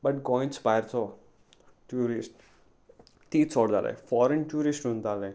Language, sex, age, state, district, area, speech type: Goan Konkani, male, 18-30, Goa, Salcete, rural, spontaneous